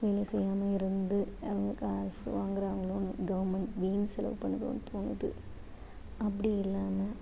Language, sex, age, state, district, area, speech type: Tamil, female, 45-60, Tamil Nadu, Ariyalur, rural, spontaneous